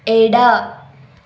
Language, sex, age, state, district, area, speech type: Kannada, female, 18-30, Karnataka, Davanagere, rural, read